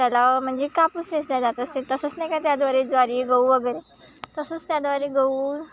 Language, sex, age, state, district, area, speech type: Marathi, female, 18-30, Maharashtra, Wardha, rural, spontaneous